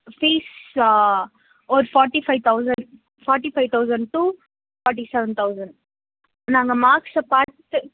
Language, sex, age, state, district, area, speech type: Tamil, female, 18-30, Tamil Nadu, Krishnagiri, rural, conversation